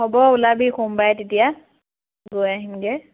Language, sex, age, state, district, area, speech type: Assamese, female, 18-30, Assam, Lakhimpur, urban, conversation